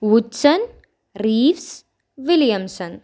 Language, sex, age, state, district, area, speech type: Telugu, female, 18-30, Telangana, Nirmal, urban, spontaneous